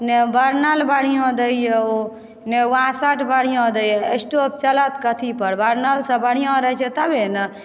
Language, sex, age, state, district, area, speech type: Maithili, female, 30-45, Bihar, Supaul, rural, spontaneous